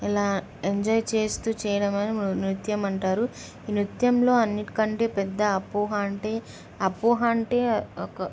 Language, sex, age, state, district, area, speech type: Telugu, female, 18-30, Andhra Pradesh, Kadapa, urban, spontaneous